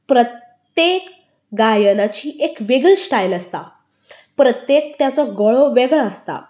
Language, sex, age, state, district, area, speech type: Goan Konkani, female, 18-30, Goa, Canacona, rural, spontaneous